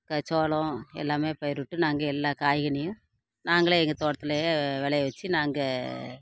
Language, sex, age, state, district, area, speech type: Tamil, female, 45-60, Tamil Nadu, Thoothukudi, rural, spontaneous